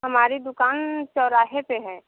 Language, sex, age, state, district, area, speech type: Hindi, female, 45-60, Uttar Pradesh, Hardoi, rural, conversation